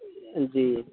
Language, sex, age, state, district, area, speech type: Dogri, male, 30-45, Jammu and Kashmir, Udhampur, rural, conversation